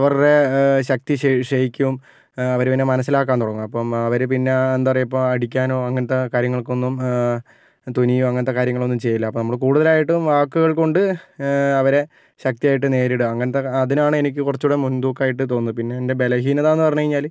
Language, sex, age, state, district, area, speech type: Malayalam, male, 18-30, Kerala, Kozhikode, urban, spontaneous